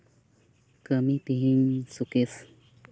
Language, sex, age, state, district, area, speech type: Santali, male, 18-30, West Bengal, Uttar Dinajpur, rural, read